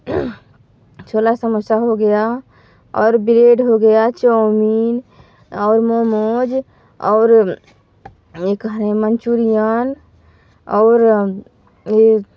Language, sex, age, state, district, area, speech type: Hindi, female, 18-30, Uttar Pradesh, Varanasi, rural, spontaneous